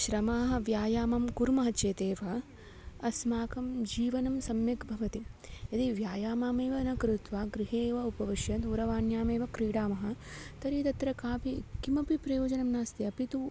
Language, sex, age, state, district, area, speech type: Sanskrit, female, 18-30, Tamil Nadu, Tiruchirappalli, urban, spontaneous